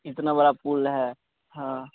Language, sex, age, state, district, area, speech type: Hindi, male, 18-30, Bihar, Begusarai, rural, conversation